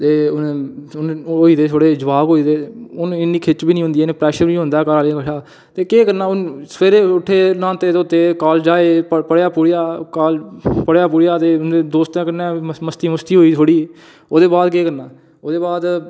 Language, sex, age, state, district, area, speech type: Dogri, male, 18-30, Jammu and Kashmir, Udhampur, rural, spontaneous